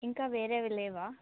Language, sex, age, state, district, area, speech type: Telugu, female, 18-30, Telangana, Mulugu, rural, conversation